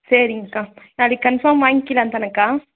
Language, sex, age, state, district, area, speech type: Tamil, female, 18-30, Tamil Nadu, Nilgiris, rural, conversation